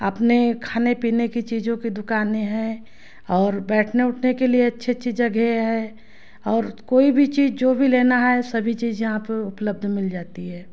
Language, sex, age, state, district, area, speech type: Hindi, female, 30-45, Madhya Pradesh, Betul, rural, spontaneous